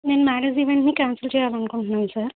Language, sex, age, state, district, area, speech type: Telugu, female, 30-45, Andhra Pradesh, Nandyal, rural, conversation